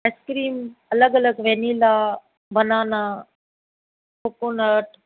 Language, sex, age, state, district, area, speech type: Sindhi, female, 45-60, Maharashtra, Thane, urban, conversation